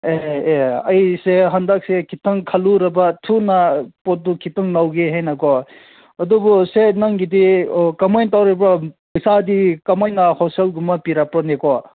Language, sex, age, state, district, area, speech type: Manipuri, male, 18-30, Manipur, Senapati, rural, conversation